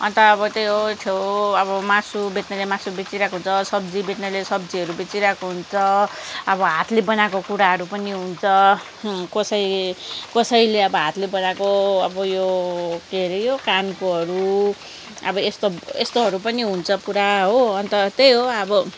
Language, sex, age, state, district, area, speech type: Nepali, female, 30-45, West Bengal, Kalimpong, rural, spontaneous